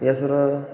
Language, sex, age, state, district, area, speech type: Marathi, male, 18-30, Maharashtra, Ratnagiri, rural, spontaneous